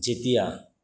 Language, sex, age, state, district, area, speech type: Assamese, male, 30-45, Assam, Goalpara, urban, spontaneous